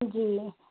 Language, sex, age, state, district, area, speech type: Urdu, female, 45-60, Uttar Pradesh, Lucknow, urban, conversation